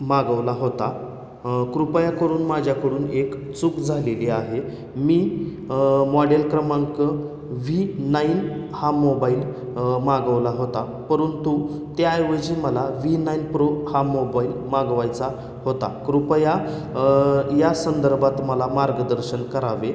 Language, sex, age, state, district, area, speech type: Marathi, male, 18-30, Maharashtra, Osmanabad, rural, spontaneous